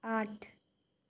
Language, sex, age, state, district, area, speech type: Nepali, female, 18-30, West Bengal, Darjeeling, rural, read